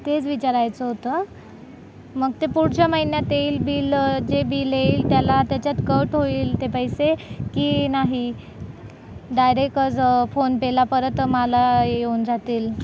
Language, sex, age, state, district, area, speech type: Marathi, female, 18-30, Maharashtra, Nashik, urban, spontaneous